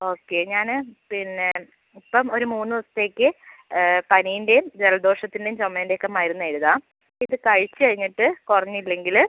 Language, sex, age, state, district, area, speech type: Malayalam, female, 60+, Kerala, Wayanad, rural, conversation